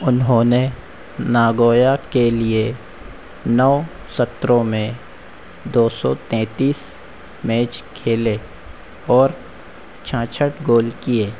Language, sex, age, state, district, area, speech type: Hindi, male, 60+, Madhya Pradesh, Harda, urban, read